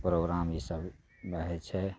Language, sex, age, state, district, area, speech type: Maithili, male, 45-60, Bihar, Madhepura, rural, spontaneous